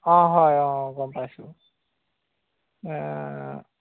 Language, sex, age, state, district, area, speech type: Assamese, male, 30-45, Assam, Golaghat, urban, conversation